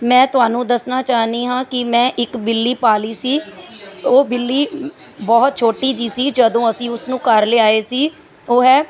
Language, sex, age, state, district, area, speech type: Punjabi, female, 30-45, Punjab, Mansa, urban, spontaneous